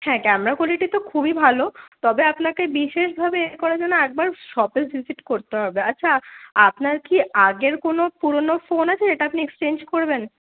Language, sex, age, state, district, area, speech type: Bengali, female, 18-30, West Bengal, Paschim Bardhaman, rural, conversation